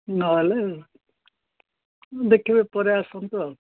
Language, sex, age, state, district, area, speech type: Odia, male, 60+, Odisha, Gajapati, rural, conversation